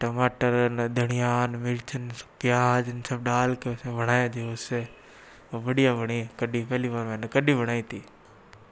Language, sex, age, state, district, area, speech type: Hindi, male, 60+, Rajasthan, Jodhpur, urban, spontaneous